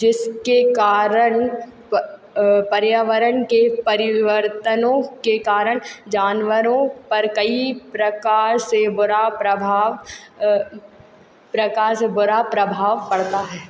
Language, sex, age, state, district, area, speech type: Hindi, female, 18-30, Madhya Pradesh, Hoshangabad, rural, spontaneous